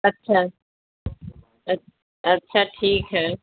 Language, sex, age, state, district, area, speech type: Urdu, female, 60+, Bihar, Gaya, urban, conversation